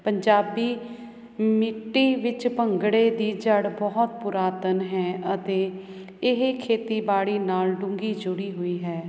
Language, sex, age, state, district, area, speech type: Punjabi, female, 30-45, Punjab, Hoshiarpur, urban, spontaneous